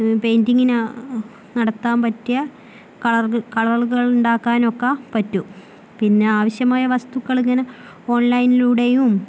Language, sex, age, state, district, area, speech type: Malayalam, female, 18-30, Kerala, Kozhikode, urban, spontaneous